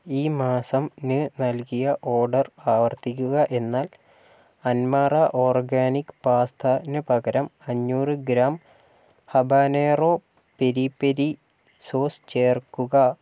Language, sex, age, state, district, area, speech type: Malayalam, male, 30-45, Kerala, Wayanad, rural, read